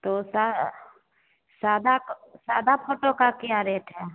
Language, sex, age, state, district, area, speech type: Hindi, female, 60+, Bihar, Begusarai, urban, conversation